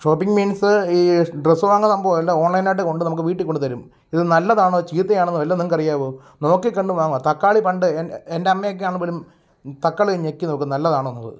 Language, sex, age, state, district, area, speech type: Malayalam, male, 30-45, Kerala, Pathanamthitta, rural, spontaneous